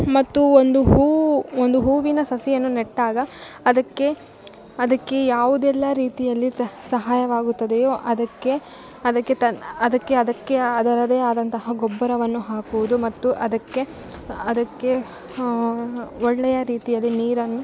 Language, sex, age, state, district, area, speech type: Kannada, female, 18-30, Karnataka, Bellary, rural, spontaneous